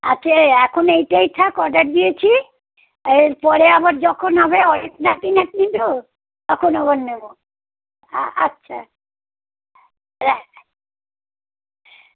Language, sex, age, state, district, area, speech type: Bengali, female, 60+, West Bengal, Kolkata, urban, conversation